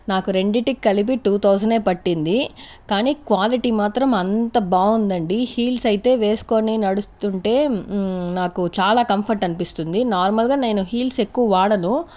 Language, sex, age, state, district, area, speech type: Telugu, female, 45-60, Andhra Pradesh, Sri Balaji, rural, spontaneous